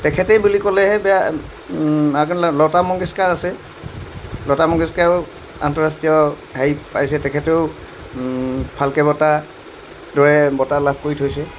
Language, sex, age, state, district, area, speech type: Assamese, male, 60+, Assam, Dibrugarh, rural, spontaneous